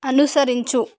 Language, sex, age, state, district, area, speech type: Telugu, female, 18-30, Telangana, Vikarabad, rural, read